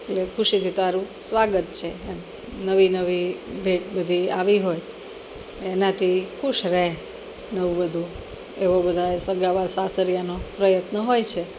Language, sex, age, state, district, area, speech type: Gujarati, female, 45-60, Gujarat, Rajkot, urban, spontaneous